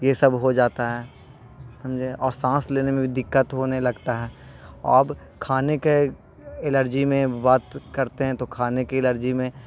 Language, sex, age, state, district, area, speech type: Urdu, male, 18-30, Bihar, Gaya, urban, spontaneous